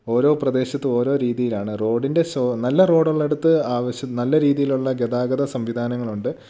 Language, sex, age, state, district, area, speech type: Malayalam, male, 18-30, Kerala, Idukki, rural, spontaneous